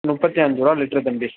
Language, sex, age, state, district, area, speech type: Tamil, male, 18-30, Tamil Nadu, Perambalur, rural, conversation